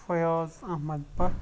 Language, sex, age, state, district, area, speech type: Kashmiri, male, 45-60, Jammu and Kashmir, Bandipora, rural, spontaneous